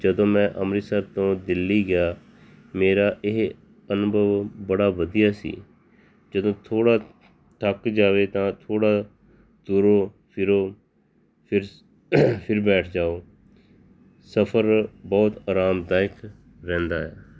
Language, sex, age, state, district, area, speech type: Punjabi, male, 45-60, Punjab, Tarn Taran, urban, spontaneous